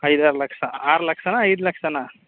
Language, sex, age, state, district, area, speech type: Kannada, male, 30-45, Karnataka, Chamarajanagar, rural, conversation